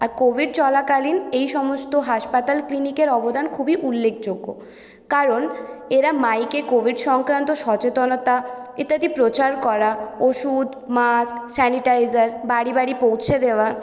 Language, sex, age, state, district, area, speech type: Bengali, female, 18-30, West Bengal, Purulia, urban, spontaneous